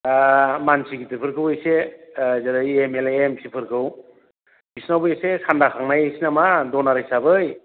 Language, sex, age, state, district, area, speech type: Bodo, male, 45-60, Assam, Chirang, rural, conversation